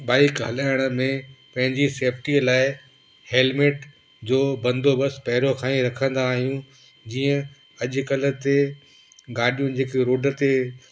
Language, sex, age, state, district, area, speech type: Sindhi, male, 18-30, Gujarat, Kutch, rural, spontaneous